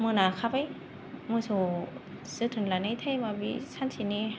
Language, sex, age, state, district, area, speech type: Bodo, female, 30-45, Assam, Kokrajhar, rural, spontaneous